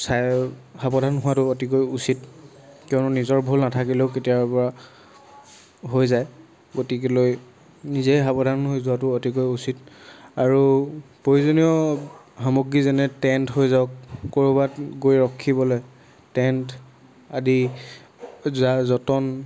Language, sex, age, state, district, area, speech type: Assamese, male, 30-45, Assam, Charaideo, rural, spontaneous